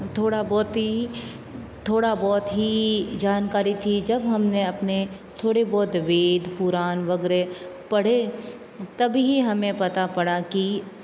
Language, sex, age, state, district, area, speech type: Hindi, female, 30-45, Rajasthan, Jodhpur, urban, spontaneous